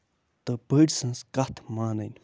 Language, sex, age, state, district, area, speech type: Kashmiri, male, 45-60, Jammu and Kashmir, Budgam, urban, spontaneous